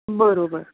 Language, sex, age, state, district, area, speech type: Marathi, female, 45-60, Maharashtra, Pune, urban, conversation